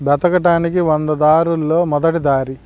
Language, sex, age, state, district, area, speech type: Telugu, male, 45-60, Andhra Pradesh, Guntur, rural, spontaneous